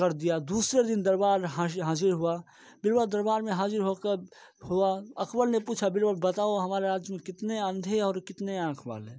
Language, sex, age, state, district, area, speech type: Hindi, male, 18-30, Bihar, Darbhanga, rural, spontaneous